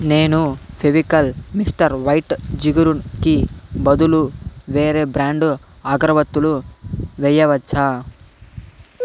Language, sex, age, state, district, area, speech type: Telugu, male, 18-30, Andhra Pradesh, Chittoor, rural, read